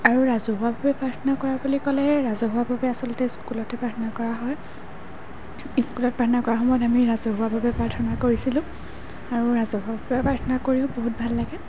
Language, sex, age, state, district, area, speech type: Assamese, female, 18-30, Assam, Golaghat, urban, spontaneous